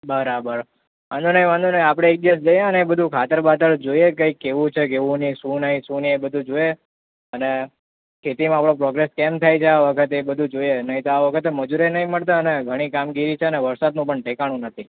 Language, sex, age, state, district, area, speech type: Gujarati, male, 18-30, Gujarat, Valsad, rural, conversation